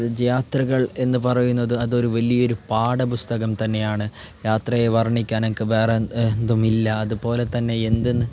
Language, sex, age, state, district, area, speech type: Malayalam, male, 18-30, Kerala, Kasaragod, urban, spontaneous